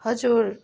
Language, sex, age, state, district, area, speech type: Nepali, female, 60+, West Bengal, Darjeeling, rural, spontaneous